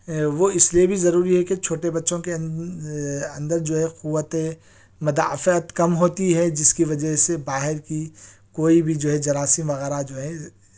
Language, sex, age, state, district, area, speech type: Urdu, male, 30-45, Telangana, Hyderabad, urban, spontaneous